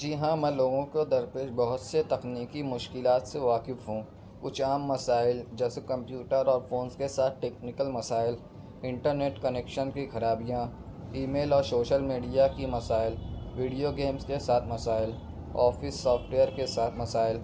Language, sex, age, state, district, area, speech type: Urdu, male, 45-60, Maharashtra, Nashik, urban, spontaneous